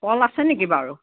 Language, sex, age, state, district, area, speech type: Assamese, female, 60+, Assam, Nagaon, rural, conversation